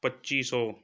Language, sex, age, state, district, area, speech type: Punjabi, male, 30-45, Punjab, Shaheed Bhagat Singh Nagar, rural, spontaneous